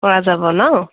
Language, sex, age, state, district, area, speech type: Assamese, female, 30-45, Assam, Dibrugarh, rural, conversation